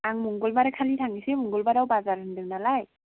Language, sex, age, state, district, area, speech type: Bodo, female, 45-60, Assam, Chirang, rural, conversation